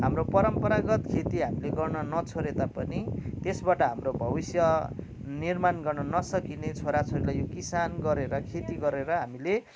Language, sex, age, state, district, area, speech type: Nepali, male, 30-45, West Bengal, Kalimpong, rural, spontaneous